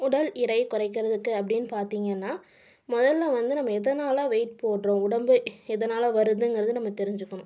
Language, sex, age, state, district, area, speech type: Tamil, female, 18-30, Tamil Nadu, Tiruppur, urban, spontaneous